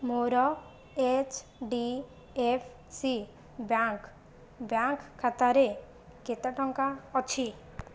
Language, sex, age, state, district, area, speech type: Odia, female, 45-60, Odisha, Jajpur, rural, read